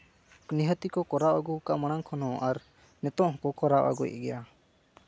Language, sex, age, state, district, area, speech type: Santali, male, 18-30, Jharkhand, Seraikela Kharsawan, rural, spontaneous